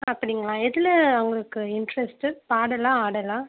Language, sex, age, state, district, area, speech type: Tamil, female, 18-30, Tamil Nadu, Tiruvallur, urban, conversation